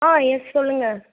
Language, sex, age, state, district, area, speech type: Tamil, female, 18-30, Tamil Nadu, Cuddalore, rural, conversation